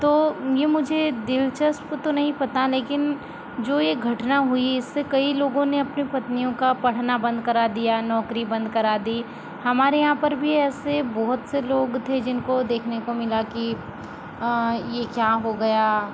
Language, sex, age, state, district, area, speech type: Hindi, female, 45-60, Madhya Pradesh, Balaghat, rural, spontaneous